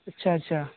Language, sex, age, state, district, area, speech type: Urdu, male, 18-30, Uttar Pradesh, Siddharthnagar, rural, conversation